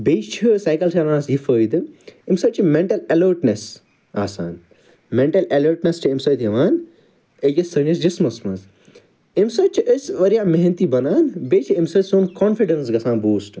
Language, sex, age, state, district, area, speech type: Kashmiri, male, 45-60, Jammu and Kashmir, Ganderbal, urban, spontaneous